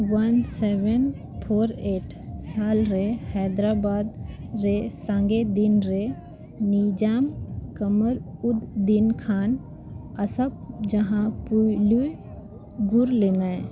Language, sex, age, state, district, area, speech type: Santali, female, 18-30, Jharkhand, Bokaro, rural, read